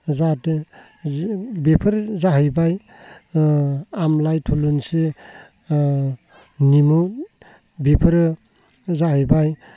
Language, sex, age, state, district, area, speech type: Bodo, male, 30-45, Assam, Baksa, rural, spontaneous